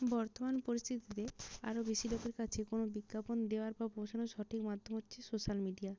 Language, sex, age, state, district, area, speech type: Bengali, female, 18-30, West Bengal, Jalpaiguri, rural, spontaneous